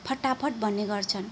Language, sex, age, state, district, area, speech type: Nepali, female, 30-45, West Bengal, Darjeeling, rural, spontaneous